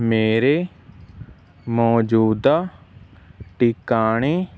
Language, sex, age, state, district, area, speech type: Punjabi, male, 18-30, Punjab, Fazilka, urban, read